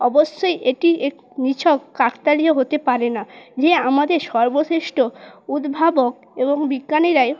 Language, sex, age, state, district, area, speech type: Bengali, female, 18-30, West Bengal, Purba Medinipur, rural, spontaneous